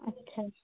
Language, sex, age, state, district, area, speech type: Bengali, female, 18-30, West Bengal, Murshidabad, urban, conversation